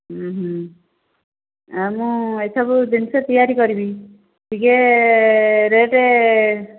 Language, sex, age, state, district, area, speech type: Odia, female, 45-60, Odisha, Dhenkanal, rural, conversation